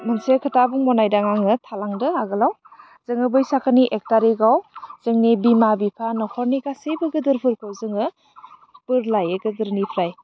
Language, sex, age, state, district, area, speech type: Bodo, female, 30-45, Assam, Udalguri, urban, spontaneous